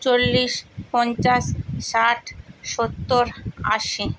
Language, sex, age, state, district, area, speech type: Bengali, female, 60+, West Bengal, Purba Medinipur, rural, spontaneous